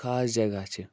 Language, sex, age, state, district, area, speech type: Kashmiri, male, 45-60, Jammu and Kashmir, Budgam, rural, spontaneous